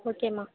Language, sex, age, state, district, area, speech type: Tamil, female, 18-30, Tamil Nadu, Thanjavur, rural, conversation